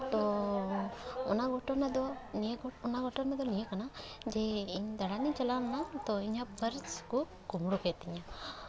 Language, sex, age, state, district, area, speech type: Santali, female, 18-30, West Bengal, Paschim Bardhaman, rural, spontaneous